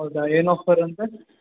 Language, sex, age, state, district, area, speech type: Kannada, male, 18-30, Karnataka, Bangalore Urban, urban, conversation